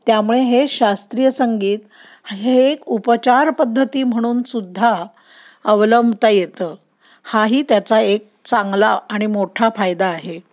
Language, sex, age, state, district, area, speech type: Marathi, female, 60+, Maharashtra, Pune, urban, spontaneous